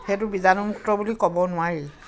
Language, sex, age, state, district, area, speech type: Assamese, female, 60+, Assam, Dhemaji, rural, spontaneous